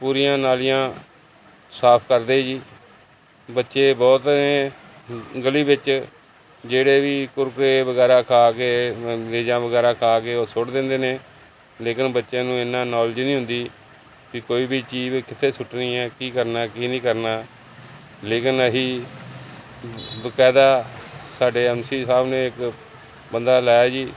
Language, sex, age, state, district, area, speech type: Punjabi, male, 60+, Punjab, Pathankot, urban, spontaneous